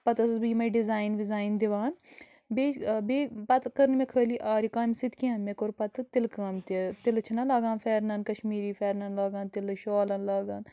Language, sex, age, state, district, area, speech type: Kashmiri, female, 30-45, Jammu and Kashmir, Bandipora, rural, spontaneous